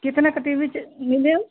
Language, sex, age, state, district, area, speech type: Hindi, female, 60+, Uttar Pradesh, Pratapgarh, rural, conversation